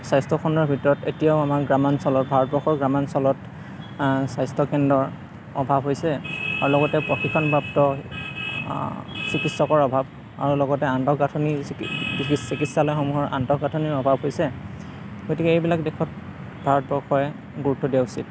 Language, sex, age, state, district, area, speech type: Assamese, male, 30-45, Assam, Morigaon, rural, spontaneous